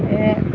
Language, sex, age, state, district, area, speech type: Assamese, female, 45-60, Assam, Golaghat, urban, spontaneous